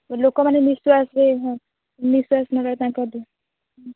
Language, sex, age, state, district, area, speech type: Odia, female, 18-30, Odisha, Jagatsinghpur, rural, conversation